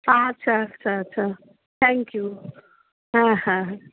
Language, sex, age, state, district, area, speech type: Bengali, female, 45-60, West Bengal, Darjeeling, rural, conversation